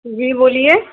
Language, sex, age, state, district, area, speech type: Urdu, female, 18-30, Uttar Pradesh, Gautam Buddha Nagar, rural, conversation